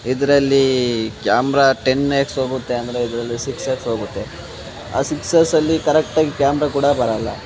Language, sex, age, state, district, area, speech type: Kannada, male, 18-30, Karnataka, Kolar, rural, spontaneous